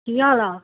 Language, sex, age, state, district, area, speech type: Punjabi, female, 18-30, Punjab, Muktsar, rural, conversation